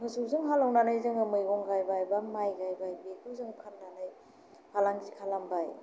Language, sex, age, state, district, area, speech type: Bodo, female, 30-45, Assam, Kokrajhar, rural, spontaneous